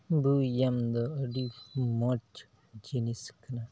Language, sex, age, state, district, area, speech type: Santali, male, 18-30, Jharkhand, Pakur, rural, spontaneous